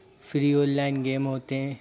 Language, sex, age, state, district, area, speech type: Hindi, male, 18-30, Madhya Pradesh, Jabalpur, urban, spontaneous